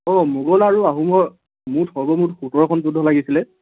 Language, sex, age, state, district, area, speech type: Assamese, male, 18-30, Assam, Tinsukia, urban, conversation